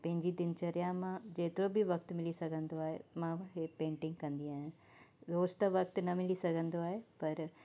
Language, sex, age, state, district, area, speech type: Sindhi, female, 30-45, Uttar Pradesh, Lucknow, urban, spontaneous